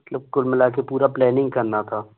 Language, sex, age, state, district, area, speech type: Hindi, male, 18-30, Madhya Pradesh, Gwalior, urban, conversation